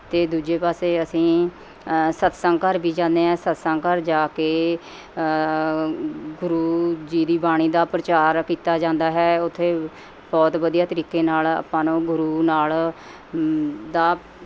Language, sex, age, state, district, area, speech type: Punjabi, female, 45-60, Punjab, Mohali, urban, spontaneous